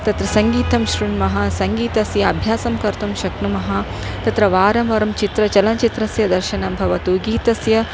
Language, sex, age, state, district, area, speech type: Sanskrit, female, 30-45, Karnataka, Dharwad, urban, spontaneous